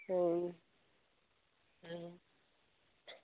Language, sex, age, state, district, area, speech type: Odia, female, 18-30, Odisha, Nabarangpur, urban, conversation